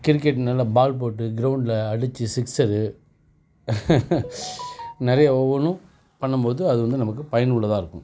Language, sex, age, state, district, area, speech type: Tamil, male, 45-60, Tamil Nadu, Perambalur, rural, spontaneous